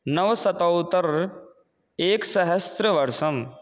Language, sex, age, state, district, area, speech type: Sanskrit, male, 18-30, Rajasthan, Jaipur, rural, spontaneous